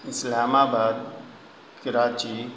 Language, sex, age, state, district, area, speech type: Urdu, male, 45-60, Bihar, Gaya, urban, spontaneous